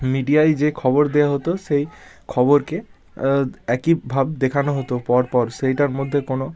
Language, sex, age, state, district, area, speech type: Bengali, male, 45-60, West Bengal, Bankura, urban, spontaneous